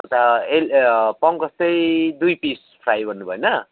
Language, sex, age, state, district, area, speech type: Nepali, male, 30-45, West Bengal, Darjeeling, rural, conversation